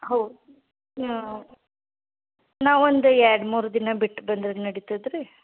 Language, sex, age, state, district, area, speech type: Kannada, female, 60+, Karnataka, Belgaum, rural, conversation